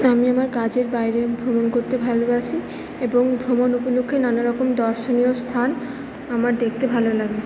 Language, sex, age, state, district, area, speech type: Bengali, female, 18-30, West Bengal, Purba Bardhaman, urban, spontaneous